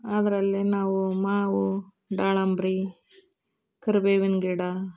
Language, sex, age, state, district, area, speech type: Kannada, female, 30-45, Karnataka, Koppal, urban, spontaneous